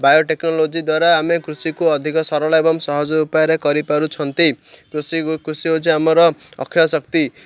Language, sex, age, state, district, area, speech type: Odia, male, 30-45, Odisha, Ganjam, urban, spontaneous